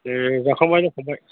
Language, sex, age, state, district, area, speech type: Bodo, male, 45-60, Assam, Udalguri, rural, conversation